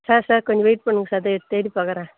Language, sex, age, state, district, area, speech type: Tamil, female, 60+, Tamil Nadu, Chengalpattu, rural, conversation